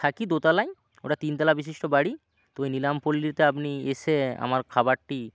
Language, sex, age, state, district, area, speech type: Bengali, male, 18-30, West Bengal, Jalpaiguri, rural, spontaneous